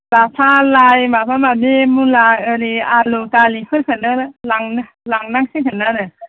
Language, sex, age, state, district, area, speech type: Bodo, female, 60+, Assam, Chirang, rural, conversation